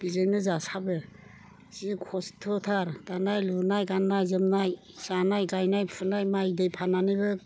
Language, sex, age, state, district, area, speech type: Bodo, female, 60+, Assam, Chirang, rural, spontaneous